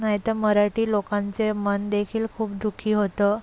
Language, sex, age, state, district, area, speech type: Marathi, female, 18-30, Maharashtra, Solapur, urban, spontaneous